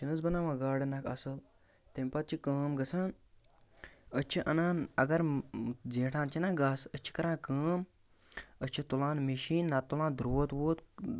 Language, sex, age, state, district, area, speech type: Kashmiri, male, 18-30, Jammu and Kashmir, Bandipora, rural, spontaneous